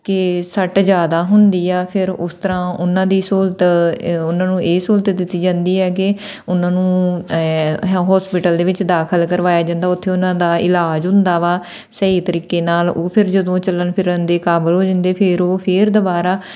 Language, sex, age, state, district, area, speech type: Punjabi, female, 30-45, Punjab, Tarn Taran, rural, spontaneous